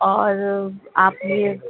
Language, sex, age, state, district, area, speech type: Urdu, female, 30-45, Delhi, North East Delhi, urban, conversation